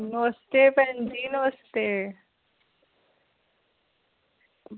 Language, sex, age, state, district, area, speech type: Dogri, female, 30-45, Jammu and Kashmir, Udhampur, rural, conversation